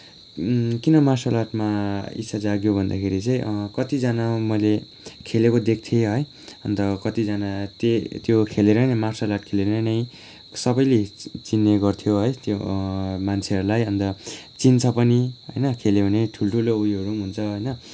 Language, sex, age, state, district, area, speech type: Nepali, male, 18-30, West Bengal, Kalimpong, rural, spontaneous